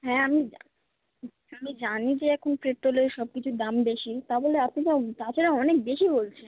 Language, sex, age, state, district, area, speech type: Bengali, female, 18-30, West Bengal, Dakshin Dinajpur, urban, conversation